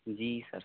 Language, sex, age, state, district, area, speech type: Hindi, male, 18-30, Madhya Pradesh, Seoni, urban, conversation